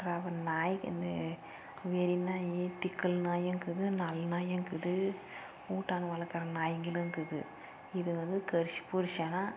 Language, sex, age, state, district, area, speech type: Tamil, female, 60+, Tamil Nadu, Dharmapuri, rural, spontaneous